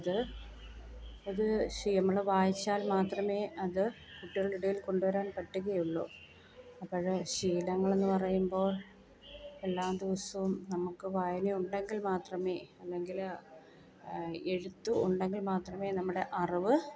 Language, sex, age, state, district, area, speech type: Malayalam, female, 30-45, Kerala, Kollam, rural, spontaneous